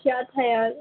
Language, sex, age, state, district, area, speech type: Hindi, female, 60+, Madhya Pradesh, Bhopal, urban, conversation